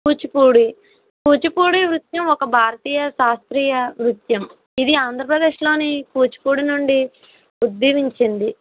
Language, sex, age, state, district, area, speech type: Telugu, female, 18-30, Andhra Pradesh, West Godavari, rural, conversation